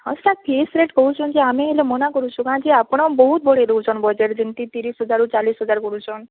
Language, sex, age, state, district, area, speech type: Odia, female, 45-60, Odisha, Boudh, rural, conversation